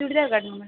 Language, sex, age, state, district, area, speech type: Tamil, female, 30-45, Tamil Nadu, Ariyalur, rural, conversation